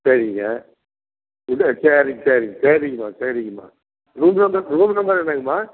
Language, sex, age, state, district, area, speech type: Tamil, male, 60+, Tamil Nadu, Tiruppur, urban, conversation